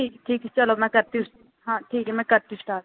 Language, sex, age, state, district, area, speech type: Dogri, female, 18-30, Jammu and Kashmir, Jammu, rural, conversation